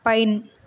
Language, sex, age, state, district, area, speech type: Telugu, female, 18-30, Telangana, Hyderabad, urban, read